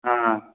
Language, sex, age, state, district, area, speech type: Kannada, male, 18-30, Karnataka, Gulbarga, urban, conversation